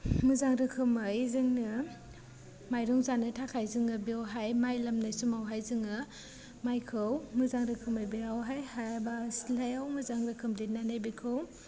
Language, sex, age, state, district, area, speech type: Bodo, female, 18-30, Assam, Kokrajhar, rural, spontaneous